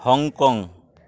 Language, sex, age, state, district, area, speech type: Santali, male, 45-60, West Bengal, Purulia, rural, spontaneous